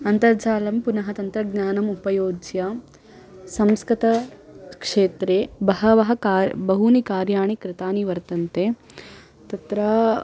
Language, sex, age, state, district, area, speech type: Sanskrit, female, 18-30, Karnataka, Davanagere, urban, spontaneous